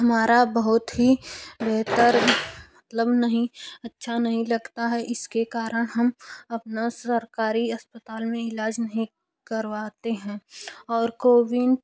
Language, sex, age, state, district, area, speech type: Hindi, female, 18-30, Uttar Pradesh, Jaunpur, urban, spontaneous